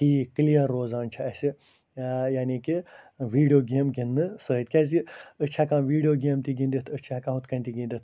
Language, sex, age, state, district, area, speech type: Kashmiri, male, 45-60, Jammu and Kashmir, Ganderbal, rural, spontaneous